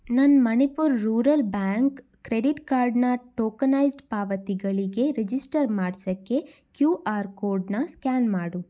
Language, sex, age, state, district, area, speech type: Kannada, female, 18-30, Karnataka, Shimoga, rural, read